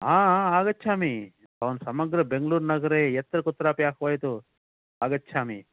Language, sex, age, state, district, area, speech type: Sanskrit, male, 45-60, Karnataka, Bangalore Urban, urban, conversation